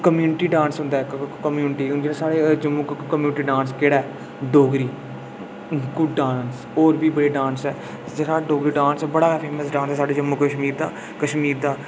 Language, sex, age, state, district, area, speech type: Dogri, male, 18-30, Jammu and Kashmir, Udhampur, urban, spontaneous